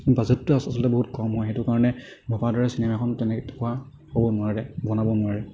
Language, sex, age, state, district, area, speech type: Assamese, male, 18-30, Assam, Kamrup Metropolitan, urban, spontaneous